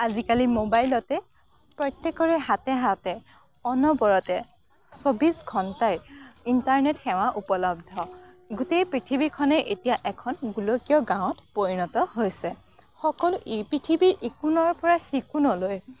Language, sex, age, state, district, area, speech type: Assamese, female, 18-30, Assam, Morigaon, rural, spontaneous